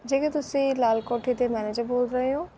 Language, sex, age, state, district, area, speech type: Punjabi, female, 18-30, Punjab, Faridkot, urban, spontaneous